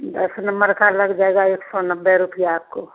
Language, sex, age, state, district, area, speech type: Hindi, female, 60+, Bihar, Begusarai, rural, conversation